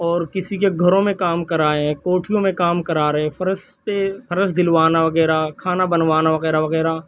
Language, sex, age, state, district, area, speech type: Urdu, male, 18-30, Delhi, North West Delhi, urban, spontaneous